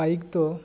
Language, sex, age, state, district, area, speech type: Santali, male, 18-30, West Bengal, Bankura, rural, spontaneous